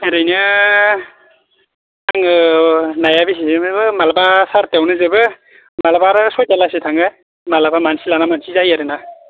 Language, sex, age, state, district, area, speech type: Bodo, male, 18-30, Assam, Baksa, rural, conversation